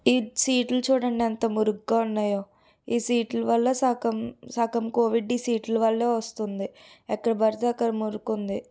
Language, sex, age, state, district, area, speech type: Telugu, female, 30-45, Andhra Pradesh, Eluru, urban, spontaneous